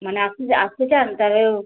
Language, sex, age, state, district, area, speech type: Bengali, female, 45-60, West Bengal, Hooghly, urban, conversation